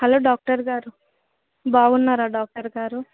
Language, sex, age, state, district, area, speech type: Telugu, female, 18-30, Telangana, Medak, urban, conversation